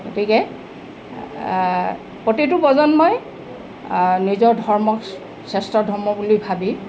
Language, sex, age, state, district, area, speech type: Assamese, female, 60+, Assam, Tinsukia, rural, spontaneous